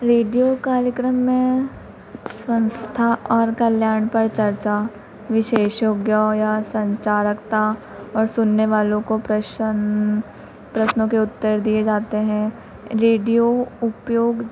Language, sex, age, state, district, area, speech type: Hindi, female, 30-45, Madhya Pradesh, Harda, urban, spontaneous